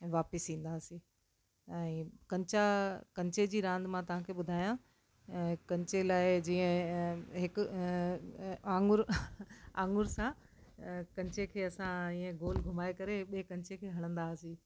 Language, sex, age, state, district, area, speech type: Sindhi, female, 60+, Delhi, South Delhi, urban, spontaneous